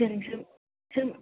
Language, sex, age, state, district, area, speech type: Tamil, female, 30-45, Tamil Nadu, Nilgiris, rural, conversation